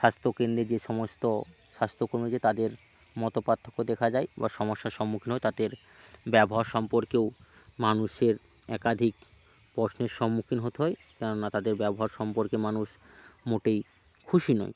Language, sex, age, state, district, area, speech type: Bengali, male, 30-45, West Bengal, Hooghly, rural, spontaneous